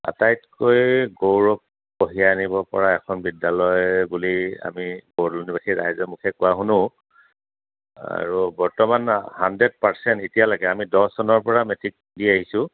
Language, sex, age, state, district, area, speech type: Assamese, male, 45-60, Assam, Dhemaji, rural, conversation